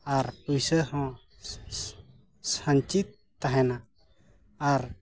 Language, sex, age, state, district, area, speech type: Santali, male, 30-45, Jharkhand, East Singhbhum, rural, spontaneous